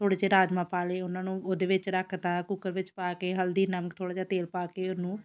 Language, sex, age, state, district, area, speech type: Punjabi, female, 30-45, Punjab, Shaheed Bhagat Singh Nagar, rural, spontaneous